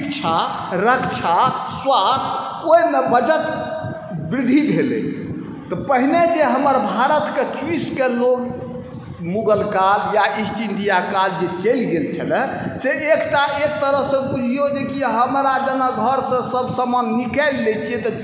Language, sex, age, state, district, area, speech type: Maithili, male, 45-60, Bihar, Saharsa, rural, spontaneous